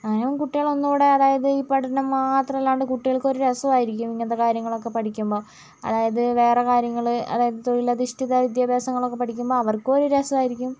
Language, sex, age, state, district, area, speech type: Malayalam, female, 45-60, Kerala, Wayanad, rural, spontaneous